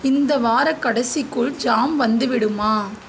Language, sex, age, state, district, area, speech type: Tamil, female, 30-45, Tamil Nadu, Tiruvarur, rural, read